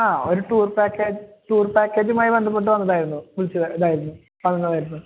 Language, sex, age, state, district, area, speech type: Malayalam, male, 30-45, Kerala, Malappuram, rural, conversation